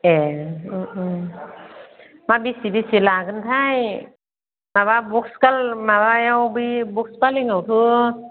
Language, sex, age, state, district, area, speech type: Bodo, female, 45-60, Assam, Baksa, rural, conversation